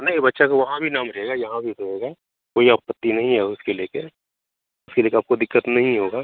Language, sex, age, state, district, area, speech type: Hindi, male, 45-60, Bihar, Begusarai, urban, conversation